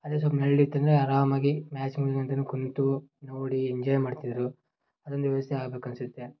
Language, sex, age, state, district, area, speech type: Kannada, male, 18-30, Karnataka, Koppal, rural, spontaneous